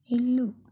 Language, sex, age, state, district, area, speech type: Telugu, female, 18-30, Telangana, Nalgonda, rural, read